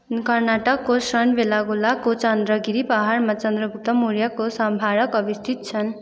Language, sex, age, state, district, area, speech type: Nepali, female, 18-30, West Bengal, Kalimpong, rural, read